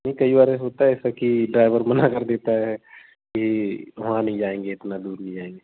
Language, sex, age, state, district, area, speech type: Hindi, male, 45-60, Madhya Pradesh, Jabalpur, urban, conversation